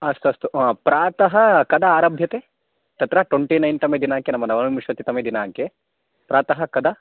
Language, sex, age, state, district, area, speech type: Sanskrit, male, 18-30, Karnataka, Chitradurga, rural, conversation